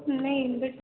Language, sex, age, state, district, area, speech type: Odia, female, 18-30, Odisha, Puri, urban, conversation